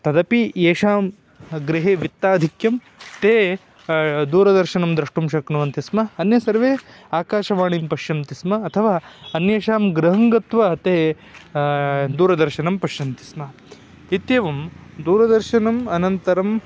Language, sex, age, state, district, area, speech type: Sanskrit, male, 18-30, Karnataka, Uttara Kannada, rural, spontaneous